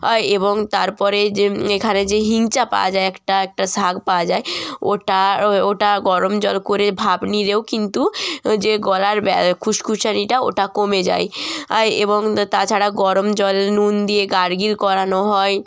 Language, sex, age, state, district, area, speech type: Bengali, female, 30-45, West Bengal, Jalpaiguri, rural, spontaneous